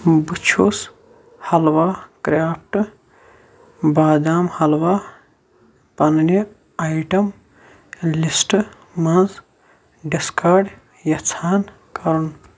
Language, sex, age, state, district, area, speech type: Kashmiri, male, 45-60, Jammu and Kashmir, Shopian, urban, read